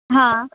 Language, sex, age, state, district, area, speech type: Goan Konkani, female, 30-45, Goa, Ponda, rural, conversation